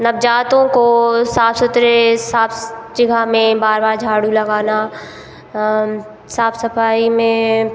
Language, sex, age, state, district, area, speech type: Hindi, female, 18-30, Madhya Pradesh, Hoshangabad, rural, spontaneous